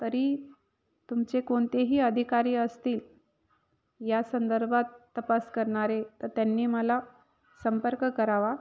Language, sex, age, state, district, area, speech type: Marathi, female, 30-45, Maharashtra, Nashik, urban, spontaneous